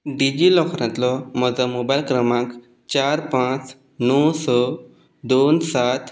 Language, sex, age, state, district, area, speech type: Goan Konkani, male, 18-30, Goa, Quepem, rural, read